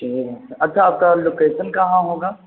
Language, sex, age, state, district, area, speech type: Urdu, male, 18-30, Bihar, Gaya, urban, conversation